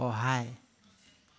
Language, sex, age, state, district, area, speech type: Assamese, male, 30-45, Assam, Tinsukia, urban, read